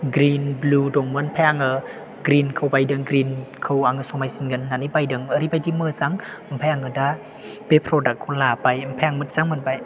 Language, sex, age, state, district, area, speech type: Bodo, male, 18-30, Assam, Chirang, urban, spontaneous